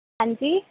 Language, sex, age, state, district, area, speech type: Punjabi, female, 18-30, Punjab, Kapurthala, urban, conversation